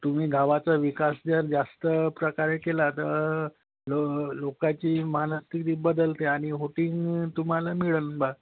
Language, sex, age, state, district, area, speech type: Marathi, male, 30-45, Maharashtra, Nagpur, rural, conversation